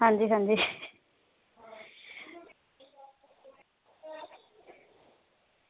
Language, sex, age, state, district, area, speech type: Dogri, female, 30-45, Jammu and Kashmir, Reasi, rural, conversation